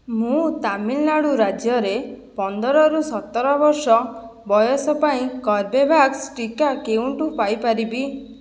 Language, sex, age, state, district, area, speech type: Odia, female, 18-30, Odisha, Jajpur, rural, read